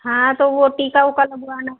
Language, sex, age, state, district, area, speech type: Hindi, female, 45-60, Uttar Pradesh, Ayodhya, rural, conversation